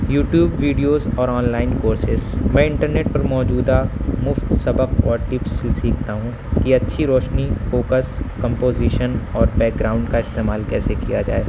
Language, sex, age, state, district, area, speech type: Urdu, male, 18-30, Uttar Pradesh, Azamgarh, rural, spontaneous